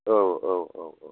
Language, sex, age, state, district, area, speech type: Bodo, male, 60+, Assam, Chirang, rural, conversation